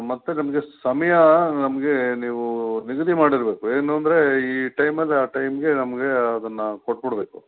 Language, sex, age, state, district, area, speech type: Kannada, male, 45-60, Karnataka, Bangalore Urban, urban, conversation